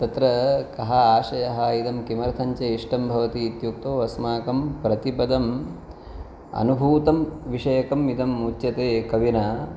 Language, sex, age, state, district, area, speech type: Sanskrit, male, 30-45, Maharashtra, Pune, urban, spontaneous